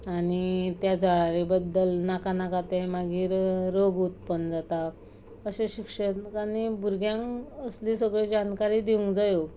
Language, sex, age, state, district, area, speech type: Goan Konkani, female, 45-60, Goa, Ponda, rural, spontaneous